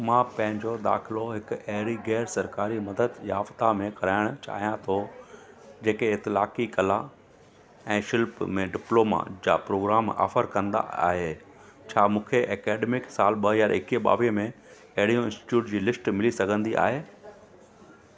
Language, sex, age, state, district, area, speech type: Sindhi, male, 45-60, Gujarat, Surat, urban, read